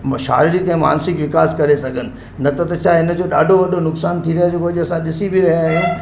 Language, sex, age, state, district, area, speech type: Sindhi, male, 45-60, Maharashtra, Mumbai Suburban, urban, spontaneous